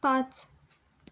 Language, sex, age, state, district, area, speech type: Marathi, female, 18-30, Maharashtra, Raigad, rural, read